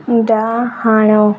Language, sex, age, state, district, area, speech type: Odia, female, 18-30, Odisha, Nuapada, urban, read